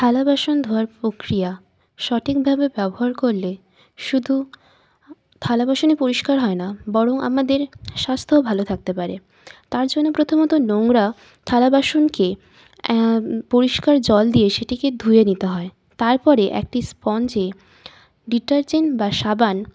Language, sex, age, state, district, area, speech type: Bengali, female, 18-30, West Bengal, Birbhum, urban, spontaneous